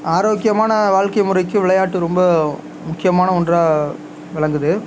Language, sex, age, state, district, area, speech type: Tamil, male, 30-45, Tamil Nadu, Tiruvarur, rural, spontaneous